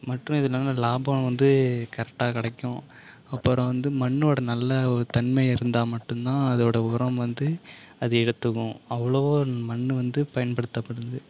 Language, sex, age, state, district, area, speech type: Tamil, male, 30-45, Tamil Nadu, Mayiladuthurai, urban, spontaneous